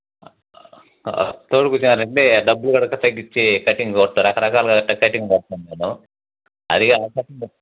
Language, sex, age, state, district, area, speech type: Telugu, male, 45-60, Andhra Pradesh, Sri Balaji, rural, conversation